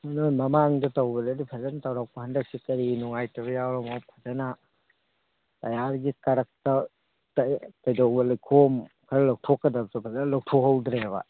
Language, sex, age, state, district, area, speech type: Manipuri, male, 30-45, Manipur, Thoubal, rural, conversation